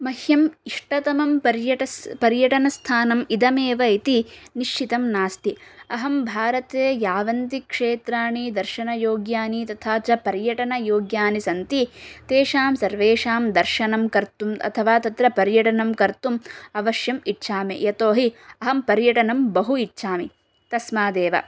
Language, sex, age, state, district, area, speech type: Sanskrit, female, 18-30, Karnataka, Shimoga, urban, spontaneous